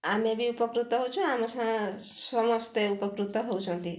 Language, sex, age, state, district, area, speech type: Odia, female, 60+, Odisha, Mayurbhanj, rural, spontaneous